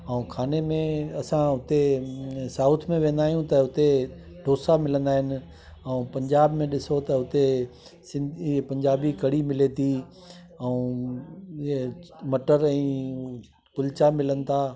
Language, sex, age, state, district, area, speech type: Sindhi, male, 60+, Delhi, South Delhi, urban, spontaneous